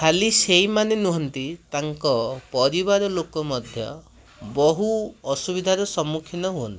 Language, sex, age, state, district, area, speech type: Odia, male, 30-45, Odisha, Cuttack, urban, spontaneous